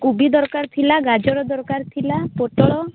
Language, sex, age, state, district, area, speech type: Odia, female, 18-30, Odisha, Rayagada, rural, conversation